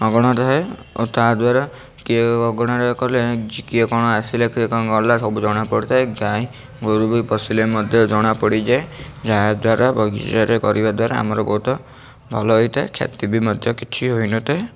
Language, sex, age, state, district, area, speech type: Odia, male, 18-30, Odisha, Bhadrak, rural, spontaneous